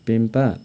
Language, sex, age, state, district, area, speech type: Nepali, male, 18-30, West Bengal, Kalimpong, rural, spontaneous